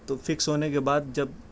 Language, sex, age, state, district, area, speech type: Urdu, male, 18-30, Delhi, Central Delhi, urban, spontaneous